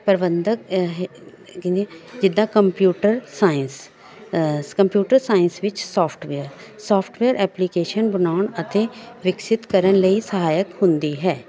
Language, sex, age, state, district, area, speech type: Punjabi, female, 45-60, Punjab, Jalandhar, urban, spontaneous